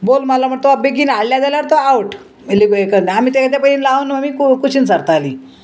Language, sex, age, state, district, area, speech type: Goan Konkani, female, 60+, Goa, Salcete, rural, spontaneous